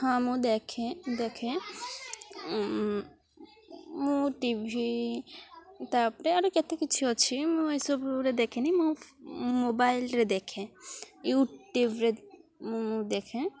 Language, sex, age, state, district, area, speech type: Odia, female, 18-30, Odisha, Malkangiri, urban, spontaneous